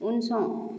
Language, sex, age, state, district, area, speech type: Bodo, female, 30-45, Assam, Kokrajhar, urban, read